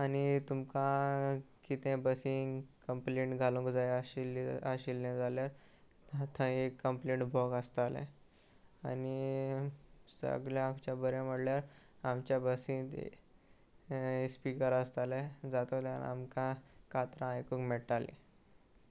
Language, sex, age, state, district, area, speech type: Goan Konkani, male, 18-30, Goa, Salcete, rural, spontaneous